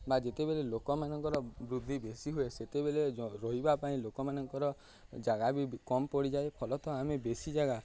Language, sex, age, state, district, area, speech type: Odia, male, 18-30, Odisha, Nuapada, urban, spontaneous